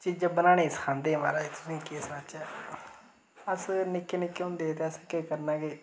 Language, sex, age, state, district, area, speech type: Dogri, male, 18-30, Jammu and Kashmir, Reasi, rural, spontaneous